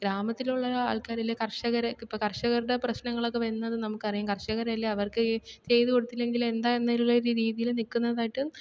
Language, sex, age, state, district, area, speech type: Malayalam, female, 18-30, Kerala, Thiruvananthapuram, urban, spontaneous